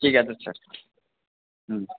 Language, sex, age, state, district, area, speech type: Bengali, male, 45-60, West Bengal, Purba Bardhaman, urban, conversation